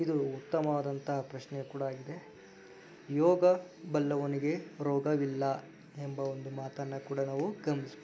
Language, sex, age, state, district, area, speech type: Kannada, male, 30-45, Karnataka, Chikkaballapur, rural, spontaneous